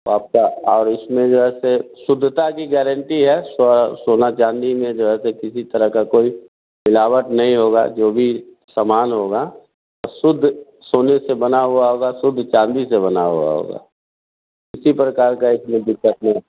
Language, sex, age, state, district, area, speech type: Hindi, male, 45-60, Bihar, Vaishali, rural, conversation